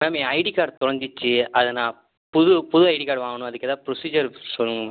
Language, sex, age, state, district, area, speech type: Tamil, male, 18-30, Tamil Nadu, Viluppuram, urban, conversation